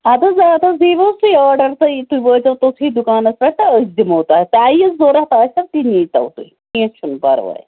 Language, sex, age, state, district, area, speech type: Kashmiri, female, 30-45, Jammu and Kashmir, Ganderbal, rural, conversation